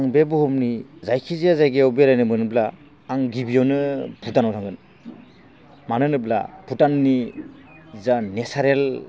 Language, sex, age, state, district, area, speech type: Bodo, male, 30-45, Assam, Baksa, rural, spontaneous